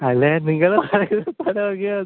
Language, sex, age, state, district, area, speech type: Malayalam, male, 18-30, Kerala, Alappuzha, rural, conversation